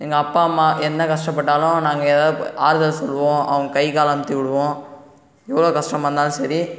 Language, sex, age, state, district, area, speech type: Tamil, male, 18-30, Tamil Nadu, Cuddalore, rural, spontaneous